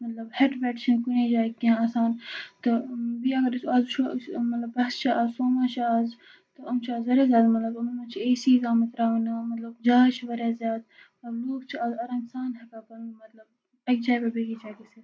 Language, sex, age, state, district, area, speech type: Kashmiri, female, 45-60, Jammu and Kashmir, Baramulla, urban, spontaneous